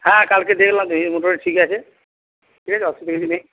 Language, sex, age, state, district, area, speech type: Bengali, male, 45-60, West Bengal, Purba Bardhaman, urban, conversation